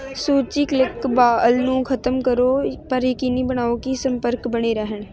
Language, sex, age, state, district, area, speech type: Punjabi, female, 18-30, Punjab, Ludhiana, rural, read